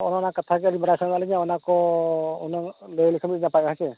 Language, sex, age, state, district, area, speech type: Santali, male, 45-60, Odisha, Mayurbhanj, rural, conversation